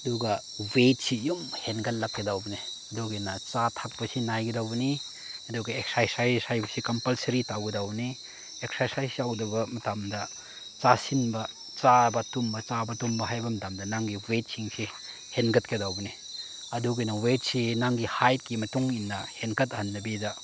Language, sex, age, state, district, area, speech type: Manipuri, male, 30-45, Manipur, Chandel, rural, spontaneous